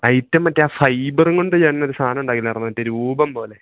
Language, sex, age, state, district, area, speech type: Malayalam, male, 18-30, Kerala, Idukki, rural, conversation